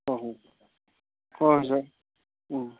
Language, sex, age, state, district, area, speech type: Manipuri, male, 18-30, Manipur, Chandel, rural, conversation